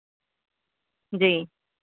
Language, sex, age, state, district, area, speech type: Urdu, female, 30-45, Uttar Pradesh, Ghaziabad, urban, conversation